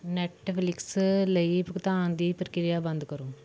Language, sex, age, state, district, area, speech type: Punjabi, female, 18-30, Punjab, Fatehgarh Sahib, rural, read